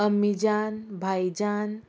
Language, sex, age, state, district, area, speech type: Goan Konkani, female, 18-30, Goa, Murmgao, rural, spontaneous